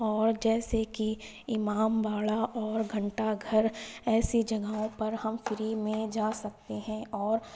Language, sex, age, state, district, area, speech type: Urdu, female, 30-45, Uttar Pradesh, Lucknow, rural, spontaneous